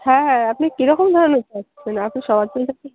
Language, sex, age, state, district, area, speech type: Bengali, female, 18-30, West Bengal, Darjeeling, urban, conversation